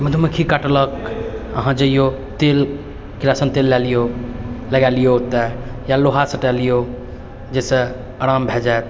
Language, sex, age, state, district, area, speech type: Maithili, male, 30-45, Bihar, Purnia, rural, spontaneous